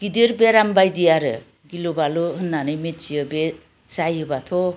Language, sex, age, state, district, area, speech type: Bodo, female, 60+, Assam, Udalguri, urban, spontaneous